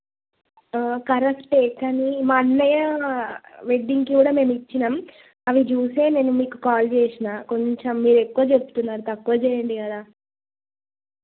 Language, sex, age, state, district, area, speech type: Telugu, female, 18-30, Telangana, Jagtial, urban, conversation